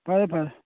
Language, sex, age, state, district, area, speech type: Manipuri, male, 45-60, Manipur, Churachandpur, rural, conversation